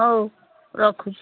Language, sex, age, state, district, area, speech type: Odia, female, 60+, Odisha, Sambalpur, rural, conversation